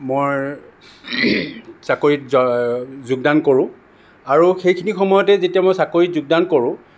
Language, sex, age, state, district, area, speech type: Assamese, male, 60+, Assam, Sonitpur, urban, spontaneous